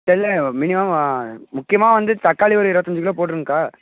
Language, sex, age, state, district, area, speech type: Tamil, male, 18-30, Tamil Nadu, Namakkal, urban, conversation